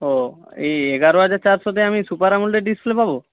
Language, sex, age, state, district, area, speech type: Bengali, male, 45-60, West Bengal, Jhargram, rural, conversation